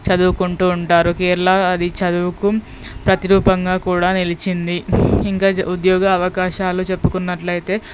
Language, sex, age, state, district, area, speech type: Telugu, female, 18-30, Telangana, Peddapalli, rural, spontaneous